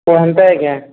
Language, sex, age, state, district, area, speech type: Odia, male, 45-60, Odisha, Nuapada, urban, conversation